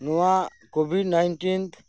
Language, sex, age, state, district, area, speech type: Santali, male, 45-60, West Bengal, Birbhum, rural, spontaneous